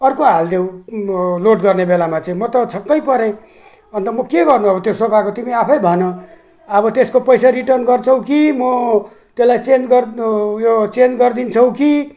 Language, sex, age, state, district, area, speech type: Nepali, male, 60+, West Bengal, Jalpaiguri, rural, spontaneous